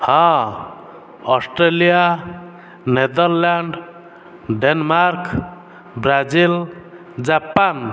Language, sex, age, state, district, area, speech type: Odia, male, 30-45, Odisha, Dhenkanal, rural, spontaneous